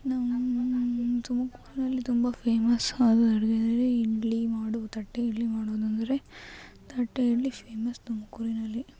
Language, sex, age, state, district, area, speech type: Kannada, female, 60+, Karnataka, Tumkur, rural, spontaneous